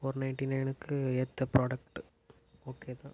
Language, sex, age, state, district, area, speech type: Tamil, male, 18-30, Tamil Nadu, Nagapattinam, rural, spontaneous